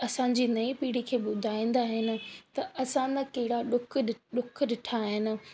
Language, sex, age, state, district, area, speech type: Sindhi, female, 18-30, Rajasthan, Ajmer, urban, spontaneous